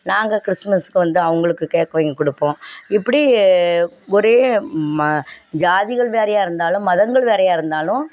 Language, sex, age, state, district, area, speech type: Tamil, female, 60+, Tamil Nadu, Thoothukudi, rural, spontaneous